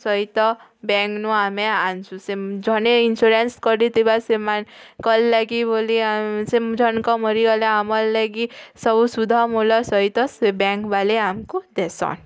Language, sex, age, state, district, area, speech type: Odia, female, 18-30, Odisha, Bargarh, urban, spontaneous